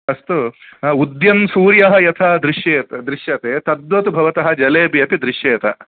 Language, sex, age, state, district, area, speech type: Sanskrit, male, 30-45, Karnataka, Udupi, urban, conversation